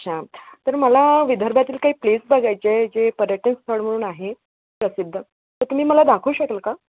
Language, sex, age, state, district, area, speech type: Marathi, female, 30-45, Maharashtra, Wardha, urban, conversation